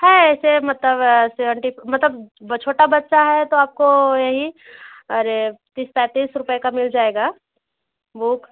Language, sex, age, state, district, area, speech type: Hindi, female, 30-45, Uttar Pradesh, Bhadohi, rural, conversation